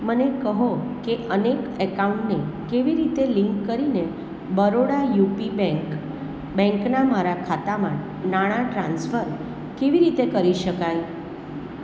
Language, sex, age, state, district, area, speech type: Gujarati, female, 45-60, Gujarat, Surat, urban, read